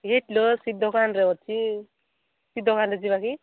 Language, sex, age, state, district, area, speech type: Odia, female, 18-30, Odisha, Nabarangpur, urban, conversation